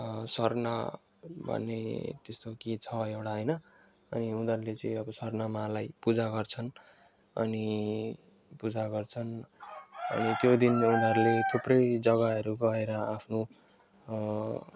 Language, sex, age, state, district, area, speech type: Nepali, male, 18-30, West Bengal, Alipurduar, urban, spontaneous